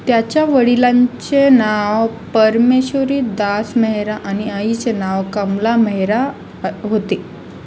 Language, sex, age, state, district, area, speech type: Marathi, female, 18-30, Maharashtra, Aurangabad, rural, read